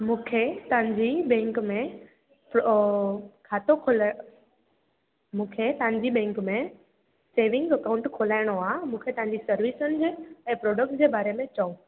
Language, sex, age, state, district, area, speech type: Sindhi, female, 18-30, Gujarat, Junagadh, urban, conversation